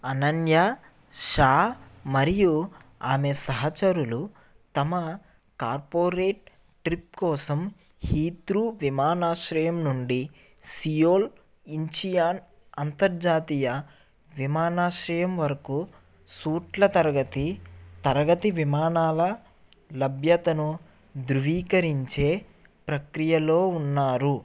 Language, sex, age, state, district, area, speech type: Telugu, male, 30-45, Andhra Pradesh, N T Rama Rao, urban, read